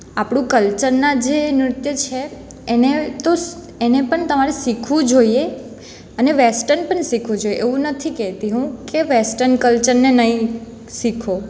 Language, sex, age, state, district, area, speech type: Gujarati, female, 18-30, Gujarat, Surat, rural, spontaneous